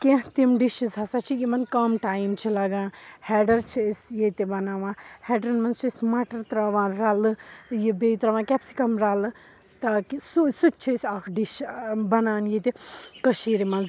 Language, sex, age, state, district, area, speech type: Kashmiri, female, 18-30, Jammu and Kashmir, Srinagar, rural, spontaneous